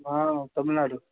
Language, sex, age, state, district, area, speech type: Kannada, male, 45-60, Karnataka, Ramanagara, rural, conversation